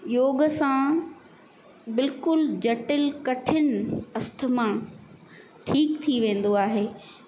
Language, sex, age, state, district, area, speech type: Sindhi, female, 45-60, Madhya Pradesh, Katni, urban, spontaneous